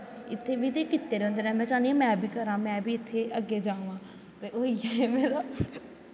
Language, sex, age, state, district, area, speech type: Dogri, female, 18-30, Jammu and Kashmir, Jammu, rural, spontaneous